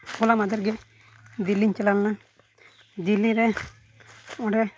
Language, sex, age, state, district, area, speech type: Santali, male, 18-30, Jharkhand, East Singhbhum, rural, spontaneous